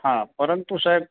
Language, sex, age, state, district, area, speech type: Gujarati, male, 45-60, Gujarat, Morbi, urban, conversation